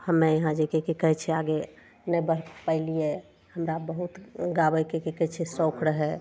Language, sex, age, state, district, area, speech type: Maithili, female, 45-60, Bihar, Begusarai, urban, spontaneous